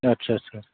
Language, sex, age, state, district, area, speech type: Bodo, male, 60+, Assam, Chirang, rural, conversation